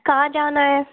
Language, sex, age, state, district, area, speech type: Hindi, female, 30-45, Madhya Pradesh, Gwalior, rural, conversation